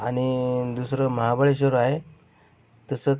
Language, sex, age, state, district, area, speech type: Marathi, male, 30-45, Maharashtra, Akola, rural, spontaneous